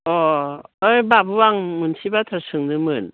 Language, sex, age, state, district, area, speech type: Bodo, female, 45-60, Assam, Baksa, rural, conversation